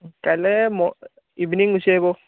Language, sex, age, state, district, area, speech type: Assamese, male, 18-30, Assam, Majuli, urban, conversation